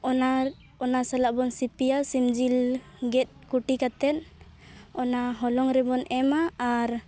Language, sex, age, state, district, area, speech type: Santali, female, 18-30, Jharkhand, Seraikela Kharsawan, rural, spontaneous